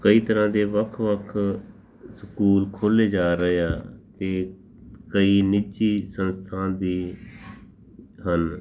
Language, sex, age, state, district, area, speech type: Punjabi, male, 45-60, Punjab, Tarn Taran, urban, spontaneous